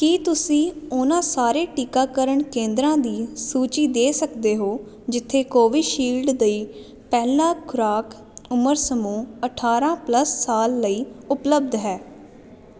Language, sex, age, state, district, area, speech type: Punjabi, female, 18-30, Punjab, Jalandhar, urban, read